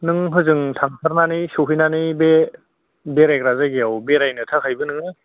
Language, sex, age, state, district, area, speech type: Bodo, male, 18-30, Assam, Kokrajhar, rural, conversation